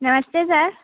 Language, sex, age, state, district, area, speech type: Hindi, female, 18-30, Madhya Pradesh, Gwalior, rural, conversation